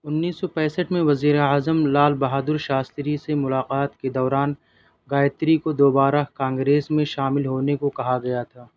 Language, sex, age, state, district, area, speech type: Urdu, male, 18-30, Delhi, South Delhi, urban, read